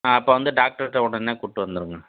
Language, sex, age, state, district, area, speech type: Tamil, male, 60+, Tamil Nadu, Tiruchirappalli, rural, conversation